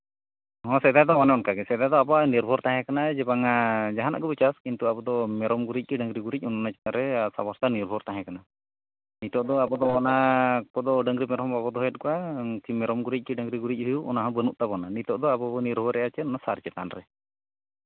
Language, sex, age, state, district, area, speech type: Santali, male, 45-60, Odisha, Mayurbhanj, rural, conversation